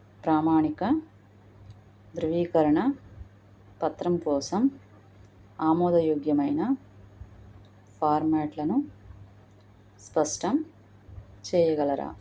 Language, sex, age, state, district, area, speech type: Telugu, female, 45-60, Andhra Pradesh, Krishna, urban, read